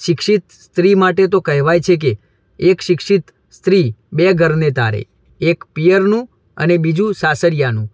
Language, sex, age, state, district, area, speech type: Gujarati, male, 18-30, Gujarat, Mehsana, rural, spontaneous